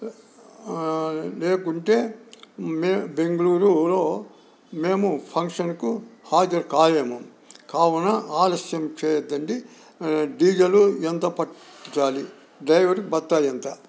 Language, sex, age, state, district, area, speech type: Telugu, male, 60+, Andhra Pradesh, Sri Satya Sai, urban, spontaneous